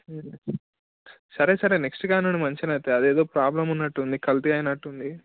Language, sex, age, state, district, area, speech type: Telugu, male, 18-30, Telangana, Mancherial, rural, conversation